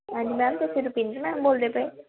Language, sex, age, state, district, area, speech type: Punjabi, female, 18-30, Punjab, Amritsar, rural, conversation